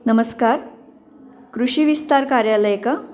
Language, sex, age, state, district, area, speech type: Marathi, female, 45-60, Maharashtra, Pune, urban, spontaneous